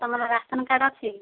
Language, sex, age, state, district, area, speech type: Odia, female, 45-60, Odisha, Gajapati, rural, conversation